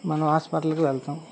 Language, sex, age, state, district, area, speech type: Telugu, male, 18-30, Andhra Pradesh, Guntur, rural, spontaneous